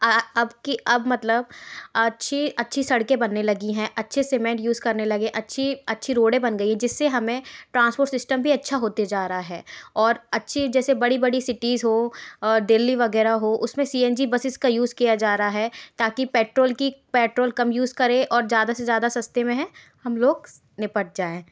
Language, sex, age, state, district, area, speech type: Hindi, female, 18-30, Madhya Pradesh, Gwalior, urban, spontaneous